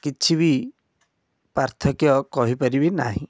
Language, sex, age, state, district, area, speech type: Odia, male, 18-30, Odisha, Cuttack, urban, spontaneous